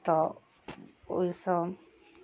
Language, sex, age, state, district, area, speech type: Maithili, female, 18-30, Bihar, Darbhanga, rural, spontaneous